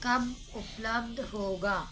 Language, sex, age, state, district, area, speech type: Hindi, female, 45-60, Madhya Pradesh, Narsinghpur, rural, read